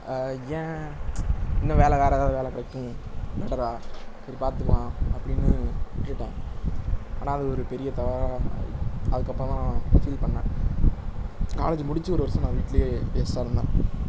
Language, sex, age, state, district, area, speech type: Tamil, male, 18-30, Tamil Nadu, Nagapattinam, rural, spontaneous